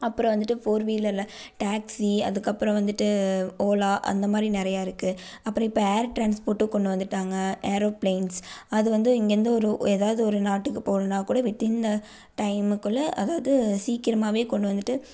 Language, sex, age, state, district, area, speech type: Tamil, female, 18-30, Tamil Nadu, Coimbatore, urban, spontaneous